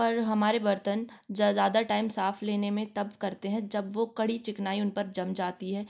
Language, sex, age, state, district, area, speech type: Hindi, female, 18-30, Madhya Pradesh, Gwalior, urban, spontaneous